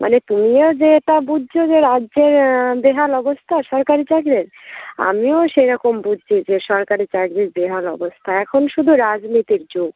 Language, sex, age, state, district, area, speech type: Bengali, female, 18-30, West Bengal, Uttar Dinajpur, urban, conversation